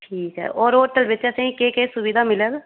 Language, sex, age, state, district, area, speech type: Dogri, female, 30-45, Jammu and Kashmir, Reasi, rural, conversation